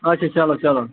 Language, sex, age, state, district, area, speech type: Kashmiri, male, 30-45, Jammu and Kashmir, Budgam, rural, conversation